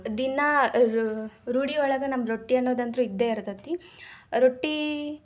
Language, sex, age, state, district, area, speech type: Kannada, female, 18-30, Karnataka, Dharwad, rural, spontaneous